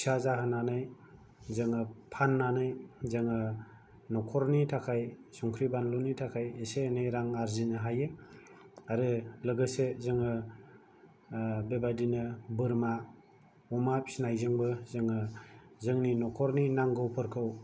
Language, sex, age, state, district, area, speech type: Bodo, male, 45-60, Assam, Kokrajhar, rural, spontaneous